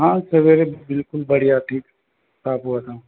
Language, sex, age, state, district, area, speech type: Hindi, male, 18-30, Rajasthan, Jaipur, urban, conversation